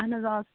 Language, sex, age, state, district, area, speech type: Kashmiri, female, 18-30, Jammu and Kashmir, Bandipora, rural, conversation